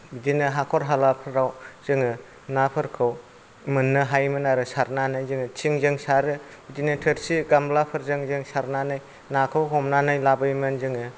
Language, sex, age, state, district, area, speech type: Bodo, male, 45-60, Assam, Kokrajhar, rural, spontaneous